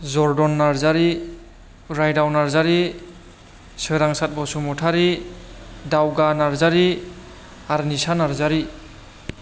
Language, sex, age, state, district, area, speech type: Bodo, female, 18-30, Assam, Chirang, rural, spontaneous